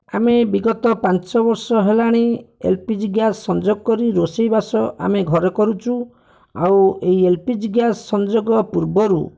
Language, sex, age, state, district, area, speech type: Odia, male, 45-60, Odisha, Bhadrak, rural, spontaneous